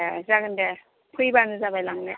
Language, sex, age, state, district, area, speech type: Bodo, female, 30-45, Assam, Kokrajhar, urban, conversation